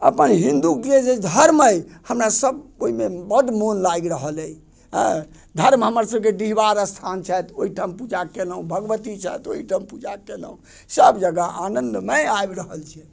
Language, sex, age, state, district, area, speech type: Maithili, male, 60+, Bihar, Muzaffarpur, rural, spontaneous